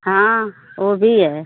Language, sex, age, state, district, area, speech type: Hindi, female, 45-60, Uttar Pradesh, Mau, rural, conversation